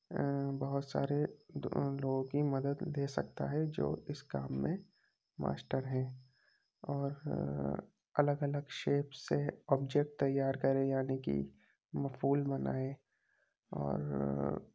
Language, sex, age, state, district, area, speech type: Urdu, male, 18-30, Uttar Pradesh, Rampur, urban, spontaneous